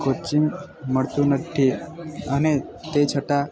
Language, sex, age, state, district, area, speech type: Gujarati, male, 18-30, Gujarat, Valsad, rural, spontaneous